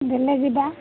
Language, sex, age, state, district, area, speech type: Odia, female, 45-60, Odisha, Sundergarh, rural, conversation